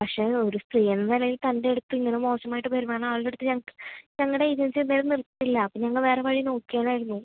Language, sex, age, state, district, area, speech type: Malayalam, female, 30-45, Kerala, Thrissur, rural, conversation